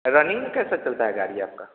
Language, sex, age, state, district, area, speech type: Hindi, male, 30-45, Bihar, Vaishali, rural, conversation